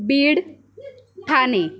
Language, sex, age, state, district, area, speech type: Marathi, female, 18-30, Maharashtra, Solapur, urban, spontaneous